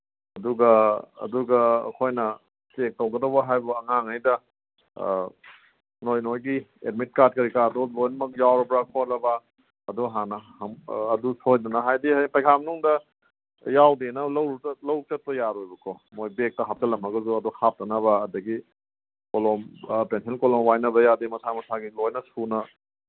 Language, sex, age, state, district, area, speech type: Manipuri, male, 30-45, Manipur, Kangpokpi, urban, conversation